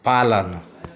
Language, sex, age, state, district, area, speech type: Hindi, male, 30-45, Bihar, Begusarai, urban, read